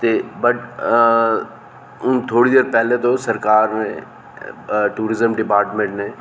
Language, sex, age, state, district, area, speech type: Dogri, male, 45-60, Jammu and Kashmir, Reasi, urban, spontaneous